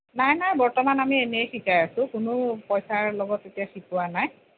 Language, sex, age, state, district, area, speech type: Assamese, female, 45-60, Assam, Darrang, rural, conversation